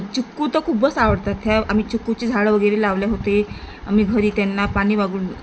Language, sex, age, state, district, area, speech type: Marathi, female, 30-45, Maharashtra, Nagpur, rural, spontaneous